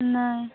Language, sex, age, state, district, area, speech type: Maithili, female, 18-30, Bihar, Madhubani, rural, conversation